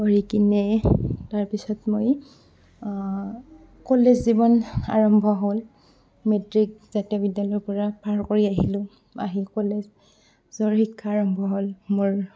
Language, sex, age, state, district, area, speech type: Assamese, female, 18-30, Assam, Barpeta, rural, spontaneous